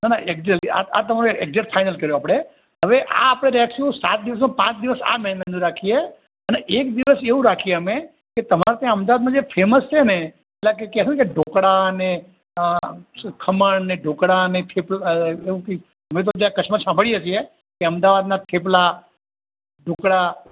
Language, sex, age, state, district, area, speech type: Gujarati, male, 60+, Gujarat, Ahmedabad, urban, conversation